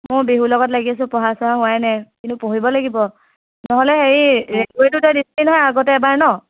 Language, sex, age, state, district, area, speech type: Assamese, female, 30-45, Assam, Charaideo, urban, conversation